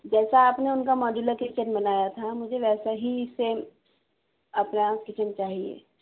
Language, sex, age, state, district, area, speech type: Urdu, female, 30-45, Delhi, East Delhi, urban, conversation